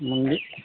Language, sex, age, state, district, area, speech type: Hindi, male, 60+, Uttar Pradesh, Mau, urban, conversation